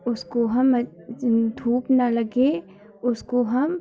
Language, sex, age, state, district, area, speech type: Hindi, female, 45-60, Uttar Pradesh, Hardoi, rural, spontaneous